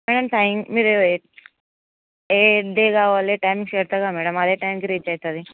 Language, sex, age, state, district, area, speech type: Telugu, female, 18-30, Telangana, Hyderabad, urban, conversation